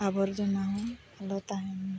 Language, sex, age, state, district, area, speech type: Santali, female, 45-60, Odisha, Mayurbhanj, rural, spontaneous